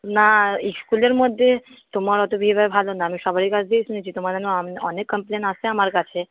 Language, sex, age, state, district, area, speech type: Bengali, female, 30-45, West Bengal, Purba Bardhaman, rural, conversation